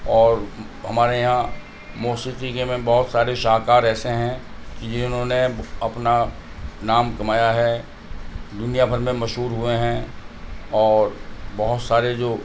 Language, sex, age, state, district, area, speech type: Urdu, male, 45-60, Delhi, North East Delhi, urban, spontaneous